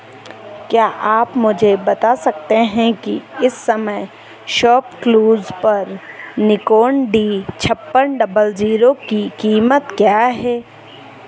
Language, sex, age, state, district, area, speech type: Hindi, female, 18-30, Madhya Pradesh, Chhindwara, urban, read